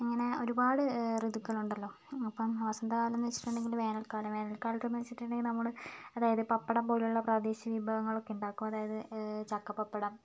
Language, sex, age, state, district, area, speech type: Malayalam, female, 18-30, Kerala, Wayanad, rural, spontaneous